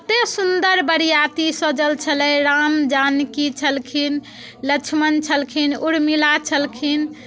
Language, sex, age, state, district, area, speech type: Maithili, female, 45-60, Bihar, Muzaffarpur, urban, spontaneous